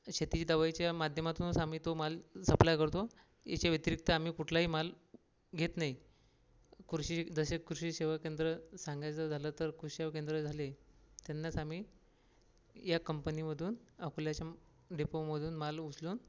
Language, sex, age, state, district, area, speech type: Marathi, male, 30-45, Maharashtra, Akola, urban, spontaneous